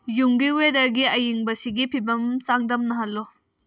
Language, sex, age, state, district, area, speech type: Manipuri, female, 18-30, Manipur, Kakching, rural, read